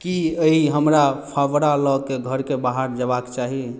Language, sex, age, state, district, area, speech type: Maithili, male, 18-30, Bihar, Madhubani, rural, read